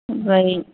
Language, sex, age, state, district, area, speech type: Assamese, female, 30-45, Assam, Golaghat, urban, conversation